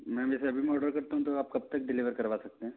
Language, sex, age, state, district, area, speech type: Hindi, male, 18-30, Madhya Pradesh, Bhopal, urban, conversation